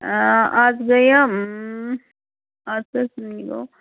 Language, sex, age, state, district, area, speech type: Kashmiri, female, 30-45, Jammu and Kashmir, Srinagar, urban, conversation